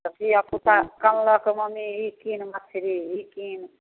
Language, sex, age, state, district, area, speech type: Maithili, female, 45-60, Bihar, Samastipur, rural, conversation